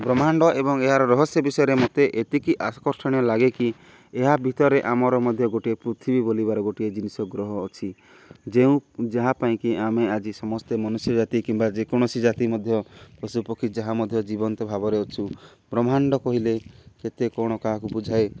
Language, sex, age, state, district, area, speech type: Odia, male, 30-45, Odisha, Nabarangpur, urban, spontaneous